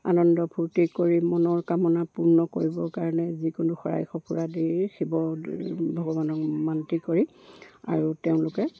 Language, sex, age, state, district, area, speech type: Assamese, female, 60+, Assam, Charaideo, rural, spontaneous